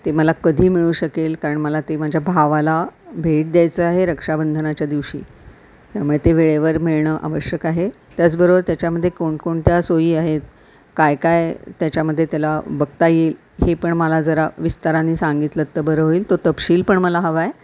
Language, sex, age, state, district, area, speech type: Marathi, female, 60+, Maharashtra, Thane, urban, spontaneous